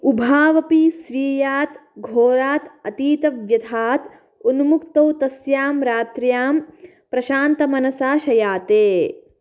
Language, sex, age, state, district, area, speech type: Sanskrit, female, 18-30, Karnataka, Bagalkot, urban, read